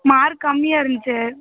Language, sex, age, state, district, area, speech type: Tamil, female, 18-30, Tamil Nadu, Thoothukudi, rural, conversation